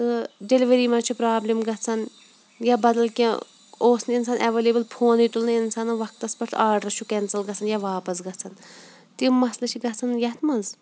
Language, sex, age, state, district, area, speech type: Kashmiri, female, 18-30, Jammu and Kashmir, Shopian, urban, spontaneous